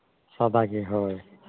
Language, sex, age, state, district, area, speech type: Santali, male, 60+, Jharkhand, Seraikela Kharsawan, rural, conversation